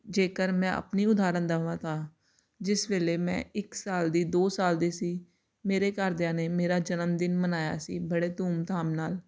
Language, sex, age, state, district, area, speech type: Punjabi, female, 18-30, Punjab, Jalandhar, urban, spontaneous